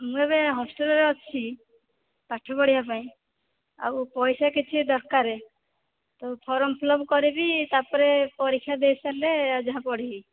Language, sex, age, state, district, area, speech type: Odia, female, 18-30, Odisha, Dhenkanal, rural, conversation